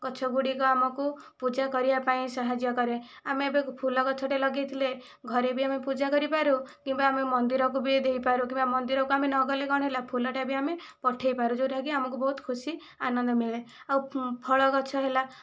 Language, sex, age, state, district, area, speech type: Odia, female, 45-60, Odisha, Kandhamal, rural, spontaneous